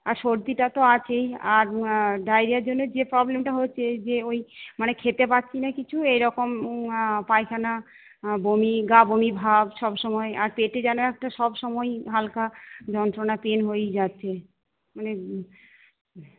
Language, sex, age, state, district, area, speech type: Bengali, female, 45-60, West Bengal, Purba Bardhaman, urban, conversation